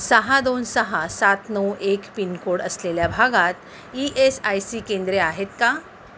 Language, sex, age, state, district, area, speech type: Marathi, female, 30-45, Maharashtra, Mumbai Suburban, urban, read